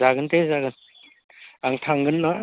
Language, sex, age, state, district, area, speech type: Bodo, male, 30-45, Assam, Udalguri, rural, conversation